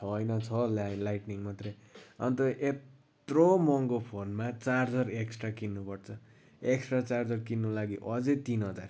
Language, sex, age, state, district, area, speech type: Nepali, male, 30-45, West Bengal, Kalimpong, rural, spontaneous